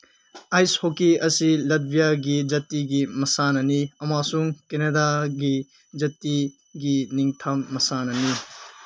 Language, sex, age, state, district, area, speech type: Manipuri, male, 18-30, Manipur, Senapati, urban, read